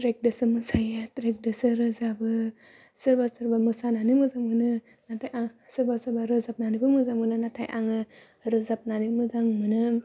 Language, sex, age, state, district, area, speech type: Bodo, female, 18-30, Assam, Udalguri, urban, spontaneous